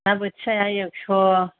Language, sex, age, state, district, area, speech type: Bodo, female, 45-60, Assam, Kokrajhar, rural, conversation